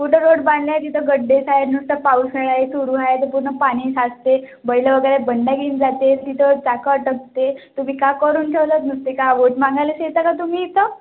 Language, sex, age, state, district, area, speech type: Marathi, female, 18-30, Maharashtra, Wardha, rural, conversation